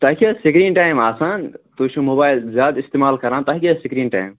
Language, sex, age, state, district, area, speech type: Kashmiri, male, 18-30, Jammu and Kashmir, Anantnag, rural, conversation